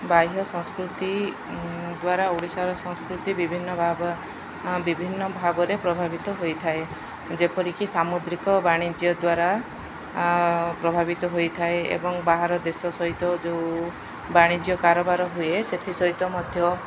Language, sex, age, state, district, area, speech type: Odia, female, 45-60, Odisha, Koraput, urban, spontaneous